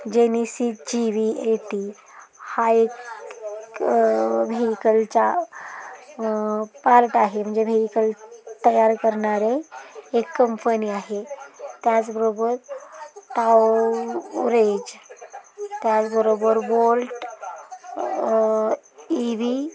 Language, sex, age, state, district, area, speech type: Marathi, female, 30-45, Maharashtra, Satara, rural, spontaneous